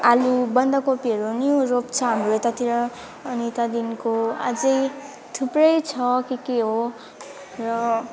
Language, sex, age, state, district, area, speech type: Nepali, female, 18-30, West Bengal, Alipurduar, urban, spontaneous